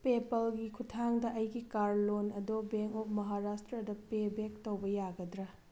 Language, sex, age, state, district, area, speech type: Manipuri, female, 30-45, Manipur, Thoubal, urban, read